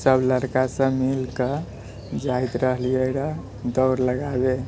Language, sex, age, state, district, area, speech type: Maithili, male, 45-60, Bihar, Purnia, rural, spontaneous